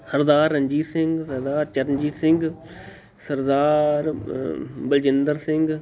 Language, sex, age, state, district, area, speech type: Punjabi, male, 30-45, Punjab, Shaheed Bhagat Singh Nagar, urban, spontaneous